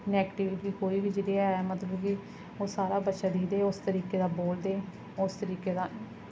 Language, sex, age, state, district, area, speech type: Dogri, female, 30-45, Jammu and Kashmir, Samba, rural, spontaneous